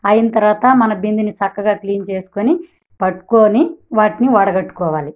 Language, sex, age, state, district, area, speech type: Telugu, female, 30-45, Andhra Pradesh, Kadapa, urban, spontaneous